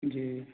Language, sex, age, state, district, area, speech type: Hindi, male, 30-45, Bihar, Samastipur, rural, conversation